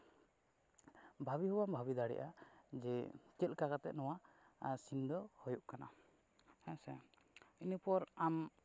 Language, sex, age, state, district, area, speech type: Santali, male, 18-30, West Bengal, Jhargram, rural, spontaneous